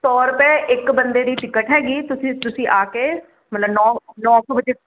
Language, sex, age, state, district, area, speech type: Punjabi, female, 30-45, Punjab, Kapurthala, urban, conversation